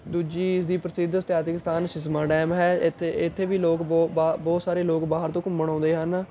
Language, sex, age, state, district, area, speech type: Punjabi, male, 18-30, Punjab, Mohali, rural, spontaneous